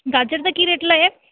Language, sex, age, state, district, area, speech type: Punjabi, female, 18-30, Punjab, Fazilka, rural, conversation